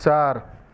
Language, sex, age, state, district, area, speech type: Hindi, male, 45-60, Bihar, Madhepura, rural, read